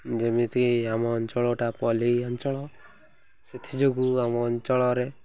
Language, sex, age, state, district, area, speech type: Odia, male, 45-60, Odisha, Koraput, urban, spontaneous